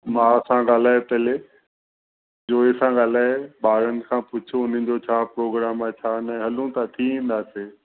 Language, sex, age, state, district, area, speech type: Sindhi, male, 45-60, Maharashtra, Mumbai Suburban, urban, conversation